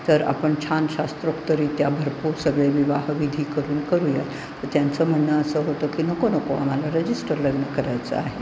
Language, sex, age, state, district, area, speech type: Marathi, female, 60+, Maharashtra, Pune, urban, spontaneous